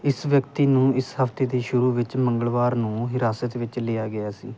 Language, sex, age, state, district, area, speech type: Punjabi, male, 18-30, Punjab, Muktsar, rural, read